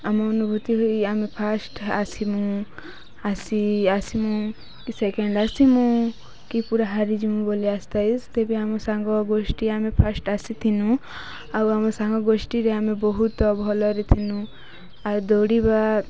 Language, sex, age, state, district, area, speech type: Odia, female, 18-30, Odisha, Nuapada, urban, spontaneous